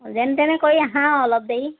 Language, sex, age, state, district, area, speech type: Assamese, female, 30-45, Assam, Dibrugarh, rural, conversation